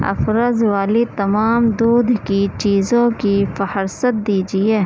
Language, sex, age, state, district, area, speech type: Urdu, female, 18-30, Uttar Pradesh, Gautam Buddha Nagar, urban, read